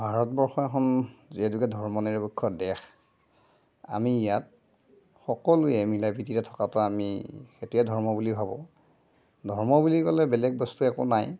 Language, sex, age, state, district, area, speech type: Assamese, male, 60+, Assam, Darrang, rural, spontaneous